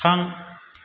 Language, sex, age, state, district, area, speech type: Bodo, male, 30-45, Assam, Chirang, urban, read